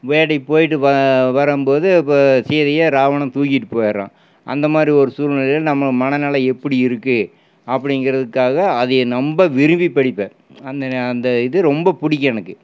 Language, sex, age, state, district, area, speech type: Tamil, male, 60+, Tamil Nadu, Erode, urban, spontaneous